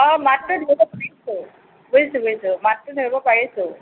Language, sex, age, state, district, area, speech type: Assamese, female, 45-60, Assam, Sonitpur, urban, conversation